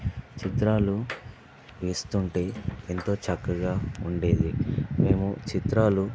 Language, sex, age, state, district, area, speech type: Telugu, male, 18-30, Telangana, Vikarabad, urban, spontaneous